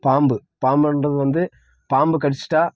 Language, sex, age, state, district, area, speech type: Tamil, male, 18-30, Tamil Nadu, Krishnagiri, rural, spontaneous